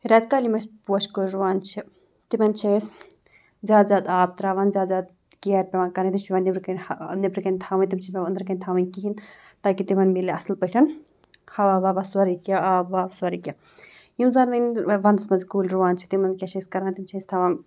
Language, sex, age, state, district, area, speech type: Kashmiri, female, 18-30, Jammu and Kashmir, Ganderbal, rural, spontaneous